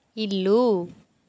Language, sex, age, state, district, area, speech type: Telugu, female, 18-30, Andhra Pradesh, Anakapalli, rural, read